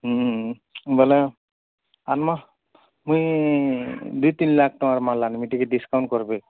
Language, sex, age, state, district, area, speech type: Odia, male, 45-60, Odisha, Nuapada, urban, conversation